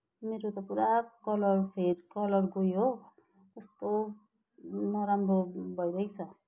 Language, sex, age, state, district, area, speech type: Nepali, male, 45-60, West Bengal, Kalimpong, rural, spontaneous